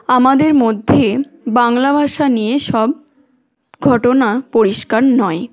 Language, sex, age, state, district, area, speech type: Bengali, female, 18-30, West Bengal, Hooghly, urban, spontaneous